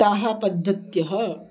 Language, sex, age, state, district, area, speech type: Sanskrit, male, 18-30, Maharashtra, Buldhana, urban, spontaneous